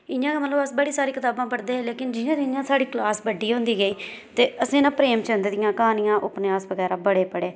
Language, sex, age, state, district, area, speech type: Dogri, female, 30-45, Jammu and Kashmir, Reasi, rural, spontaneous